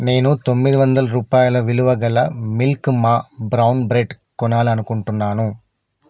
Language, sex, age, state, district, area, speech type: Telugu, male, 30-45, Telangana, Karimnagar, rural, read